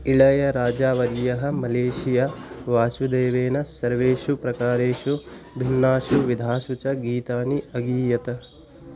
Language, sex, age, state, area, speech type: Sanskrit, male, 18-30, Delhi, rural, read